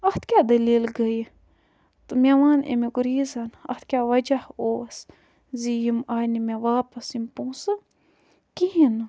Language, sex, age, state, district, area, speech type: Kashmiri, female, 18-30, Jammu and Kashmir, Budgam, rural, spontaneous